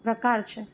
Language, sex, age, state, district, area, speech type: Gujarati, female, 30-45, Gujarat, Rajkot, rural, spontaneous